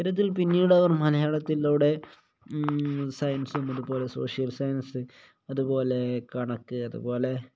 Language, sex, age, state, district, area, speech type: Malayalam, male, 30-45, Kerala, Kozhikode, rural, spontaneous